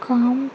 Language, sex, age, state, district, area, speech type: Telugu, female, 18-30, Andhra Pradesh, Anantapur, urban, spontaneous